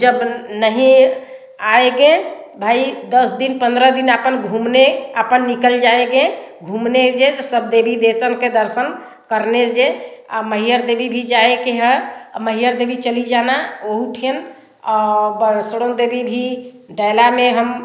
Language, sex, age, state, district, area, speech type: Hindi, female, 60+, Uttar Pradesh, Varanasi, rural, spontaneous